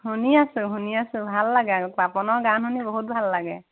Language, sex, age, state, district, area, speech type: Assamese, female, 30-45, Assam, Sivasagar, rural, conversation